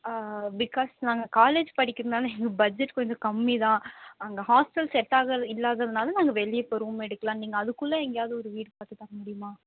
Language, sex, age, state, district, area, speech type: Tamil, female, 18-30, Tamil Nadu, Nilgiris, rural, conversation